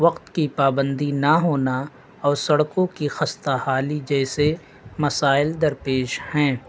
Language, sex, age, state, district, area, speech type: Urdu, male, 18-30, Delhi, North East Delhi, rural, spontaneous